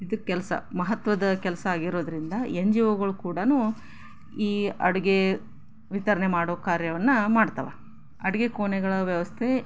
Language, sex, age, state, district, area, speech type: Kannada, female, 45-60, Karnataka, Chikkaballapur, rural, spontaneous